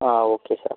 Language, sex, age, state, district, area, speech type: Malayalam, male, 18-30, Kerala, Wayanad, rural, conversation